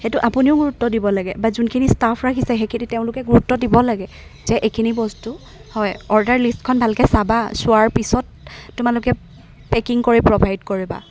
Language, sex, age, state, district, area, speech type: Assamese, female, 18-30, Assam, Golaghat, urban, spontaneous